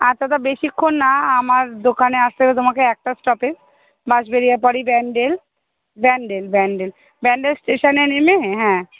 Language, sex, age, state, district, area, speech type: Bengali, female, 30-45, West Bengal, Hooghly, urban, conversation